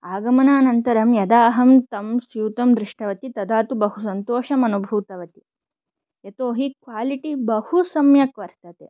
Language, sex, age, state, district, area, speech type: Sanskrit, other, 18-30, Andhra Pradesh, Chittoor, urban, spontaneous